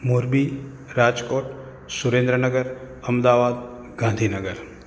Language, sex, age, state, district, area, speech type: Gujarati, male, 45-60, Gujarat, Morbi, urban, spontaneous